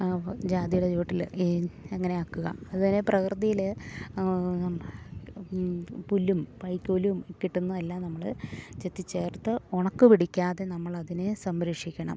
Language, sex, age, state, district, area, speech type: Malayalam, female, 30-45, Kerala, Idukki, rural, spontaneous